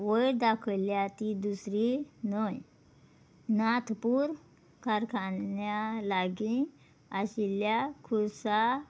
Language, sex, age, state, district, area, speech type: Goan Konkani, female, 30-45, Goa, Murmgao, rural, read